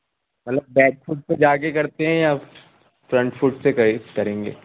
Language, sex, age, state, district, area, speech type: Urdu, male, 18-30, Uttar Pradesh, Azamgarh, rural, conversation